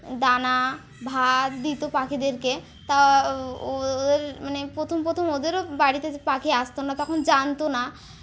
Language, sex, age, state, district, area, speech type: Bengali, female, 18-30, West Bengal, Dakshin Dinajpur, urban, spontaneous